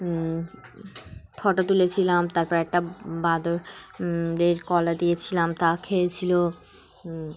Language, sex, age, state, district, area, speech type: Bengali, female, 18-30, West Bengal, Dakshin Dinajpur, urban, spontaneous